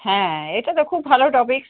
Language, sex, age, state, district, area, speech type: Bengali, female, 45-60, West Bengal, Darjeeling, urban, conversation